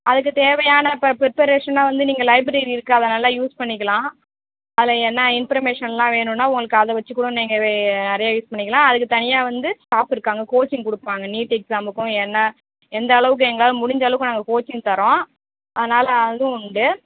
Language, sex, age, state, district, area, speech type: Tamil, female, 45-60, Tamil Nadu, Cuddalore, rural, conversation